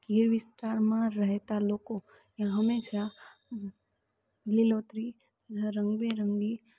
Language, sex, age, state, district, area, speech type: Gujarati, female, 18-30, Gujarat, Rajkot, rural, spontaneous